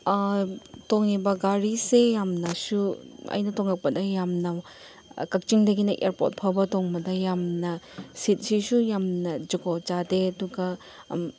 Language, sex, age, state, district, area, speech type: Manipuri, female, 45-60, Manipur, Chandel, rural, spontaneous